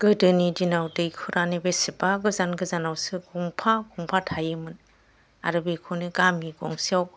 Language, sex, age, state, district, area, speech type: Bodo, male, 60+, Assam, Kokrajhar, urban, spontaneous